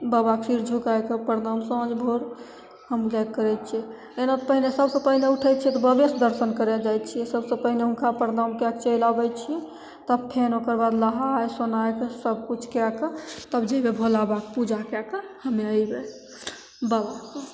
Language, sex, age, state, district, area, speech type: Maithili, female, 18-30, Bihar, Begusarai, rural, spontaneous